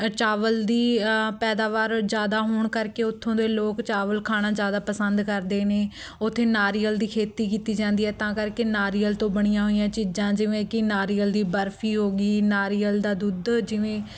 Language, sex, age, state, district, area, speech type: Punjabi, female, 18-30, Punjab, Fatehgarh Sahib, urban, spontaneous